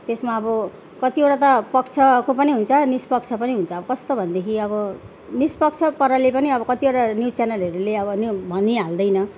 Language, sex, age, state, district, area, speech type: Nepali, female, 30-45, West Bengal, Jalpaiguri, urban, spontaneous